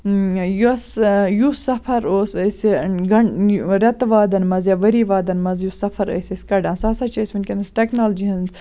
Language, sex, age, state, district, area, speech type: Kashmiri, female, 18-30, Jammu and Kashmir, Baramulla, rural, spontaneous